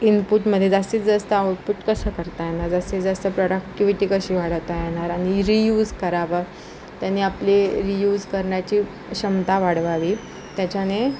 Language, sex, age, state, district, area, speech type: Marathi, female, 18-30, Maharashtra, Ratnagiri, urban, spontaneous